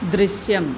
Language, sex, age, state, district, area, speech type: Malayalam, female, 45-60, Kerala, Malappuram, urban, read